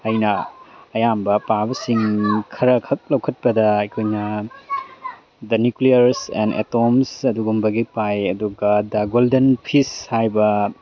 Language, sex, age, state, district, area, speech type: Manipuri, male, 30-45, Manipur, Tengnoupal, urban, spontaneous